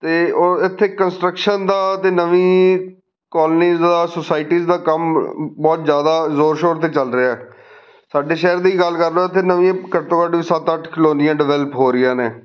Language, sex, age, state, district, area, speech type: Punjabi, male, 30-45, Punjab, Fazilka, rural, spontaneous